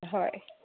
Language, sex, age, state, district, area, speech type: Assamese, female, 30-45, Assam, Biswanath, rural, conversation